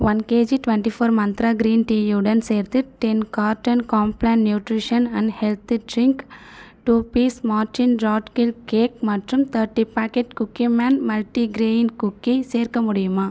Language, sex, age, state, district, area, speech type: Tamil, female, 18-30, Tamil Nadu, Viluppuram, rural, read